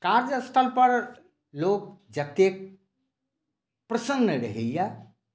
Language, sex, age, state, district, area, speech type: Maithili, male, 60+, Bihar, Madhubani, rural, spontaneous